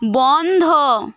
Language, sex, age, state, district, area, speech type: Bengali, female, 18-30, West Bengal, North 24 Parganas, rural, read